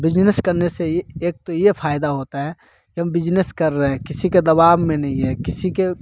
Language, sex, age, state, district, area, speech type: Hindi, male, 18-30, Bihar, Samastipur, urban, spontaneous